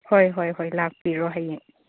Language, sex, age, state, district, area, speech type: Manipuri, female, 30-45, Manipur, Chandel, rural, conversation